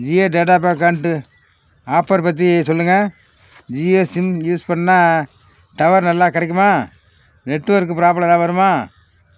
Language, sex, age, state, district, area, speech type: Tamil, male, 60+, Tamil Nadu, Tiruvarur, rural, spontaneous